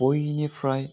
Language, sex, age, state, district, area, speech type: Bodo, male, 18-30, Assam, Chirang, urban, spontaneous